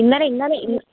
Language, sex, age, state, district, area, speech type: Malayalam, female, 30-45, Kerala, Kollam, rural, conversation